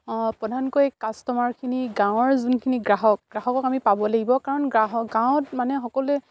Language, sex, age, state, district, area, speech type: Assamese, female, 45-60, Assam, Dibrugarh, rural, spontaneous